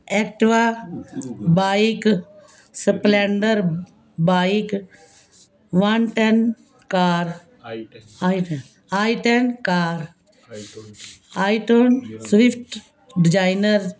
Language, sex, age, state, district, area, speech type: Punjabi, female, 60+, Punjab, Fazilka, rural, spontaneous